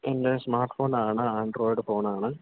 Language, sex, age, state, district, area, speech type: Malayalam, male, 18-30, Kerala, Kollam, rural, conversation